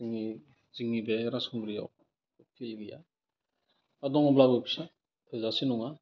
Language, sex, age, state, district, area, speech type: Bodo, male, 18-30, Assam, Udalguri, urban, spontaneous